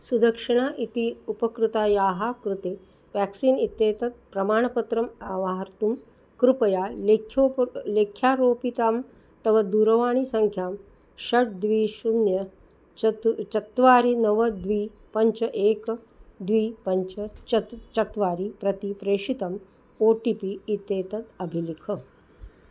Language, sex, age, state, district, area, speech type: Sanskrit, female, 60+, Maharashtra, Nagpur, urban, read